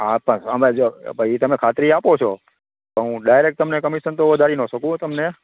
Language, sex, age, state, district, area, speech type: Gujarati, male, 45-60, Gujarat, Rajkot, rural, conversation